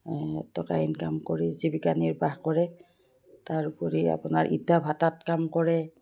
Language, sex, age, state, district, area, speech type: Assamese, female, 60+, Assam, Udalguri, rural, spontaneous